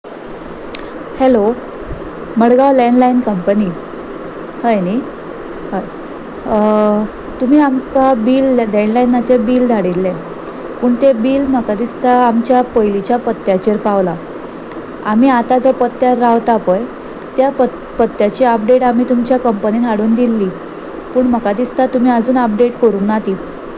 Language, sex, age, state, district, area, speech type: Goan Konkani, female, 30-45, Goa, Salcete, urban, spontaneous